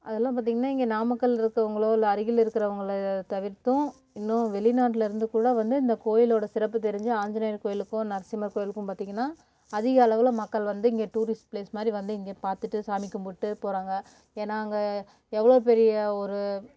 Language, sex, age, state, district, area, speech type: Tamil, female, 30-45, Tamil Nadu, Namakkal, rural, spontaneous